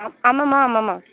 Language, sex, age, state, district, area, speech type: Tamil, female, 30-45, Tamil Nadu, Thoothukudi, rural, conversation